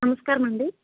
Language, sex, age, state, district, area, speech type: Telugu, female, 60+, Andhra Pradesh, Konaseema, rural, conversation